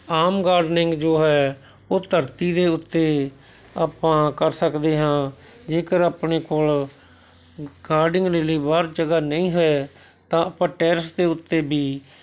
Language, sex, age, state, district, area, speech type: Punjabi, male, 60+, Punjab, Shaheed Bhagat Singh Nagar, urban, spontaneous